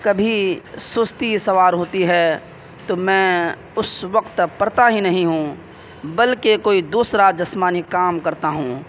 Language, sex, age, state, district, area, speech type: Urdu, male, 30-45, Bihar, Purnia, rural, spontaneous